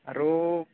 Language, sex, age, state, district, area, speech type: Assamese, male, 18-30, Assam, Barpeta, rural, conversation